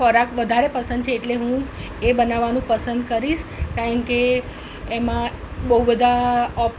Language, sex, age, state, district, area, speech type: Gujarati, female, 30-45, Gujarat, Ahmedabad, urban, spontaneous